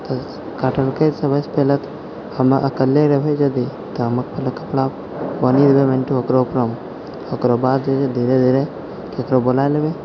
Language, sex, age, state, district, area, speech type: Maithili, male, 45-60, Bihar, Purnia, rural, spontaneous